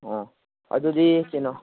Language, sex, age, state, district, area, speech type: Manipuri, male, 18-30, Manipur, Kangpokpi, urban, conversation